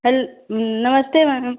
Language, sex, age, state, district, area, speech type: Hindi, female, 45-60, Uttar Pradesh, Bhadohi, urban, conversation